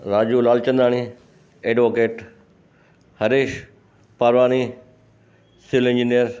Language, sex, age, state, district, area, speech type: Sindhi, male, 60+, Gujarat, Kutch, rural, spontaneous